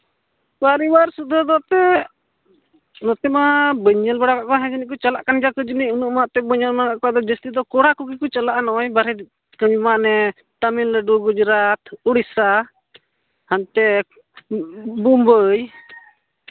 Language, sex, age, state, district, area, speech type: Santali, male, 18-30, Jharkhand, Pakur, rural, conversation